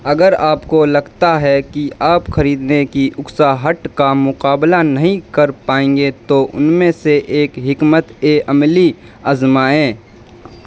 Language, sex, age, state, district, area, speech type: Urdu, male, 18-30, Bihar, Supaul, rural, read